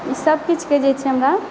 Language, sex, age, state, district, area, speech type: Maithili, female, 18-30, Bihar, Saharsa, rural, spontaneous